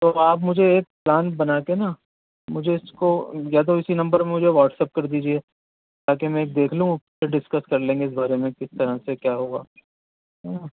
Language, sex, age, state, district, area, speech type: Urdu, male, 30-45, Delhi, Central Delhi, urban, conversation